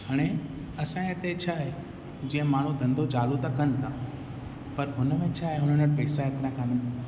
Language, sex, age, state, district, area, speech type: Sindhi, male, 18-30, Gujarat, Kutch, urban, spontaneous